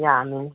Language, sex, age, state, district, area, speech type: Manipuri, female, 60+, Manipur, Kangpokpi, urban, conversation